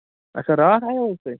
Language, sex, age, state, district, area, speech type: Kashmiri, male, 45-60, Jammu and Kashmir, Budgam, urban, conversation